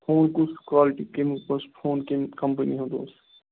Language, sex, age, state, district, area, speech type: Kashmiri, male, 30-45, Jammu and Kashmir, Ganderbal, rural, conversation